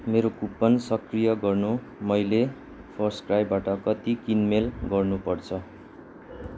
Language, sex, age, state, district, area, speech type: Nepali, male, 18-30, West Bengal, Darjeeling, rural, read